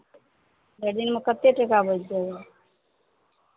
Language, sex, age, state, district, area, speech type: Maithili, female, 45-60, Bihar, Madhepura, rural, conversation